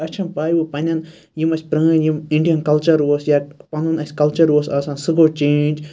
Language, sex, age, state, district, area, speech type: Kashmiri, male, 18-30, Jammu and Kashmir, Ganderbal, rural, spontaneous